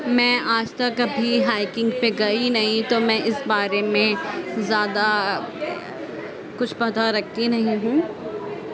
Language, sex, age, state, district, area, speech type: Urdu, female, 30-45, Delhi, Central Delhi, urban, spontaneous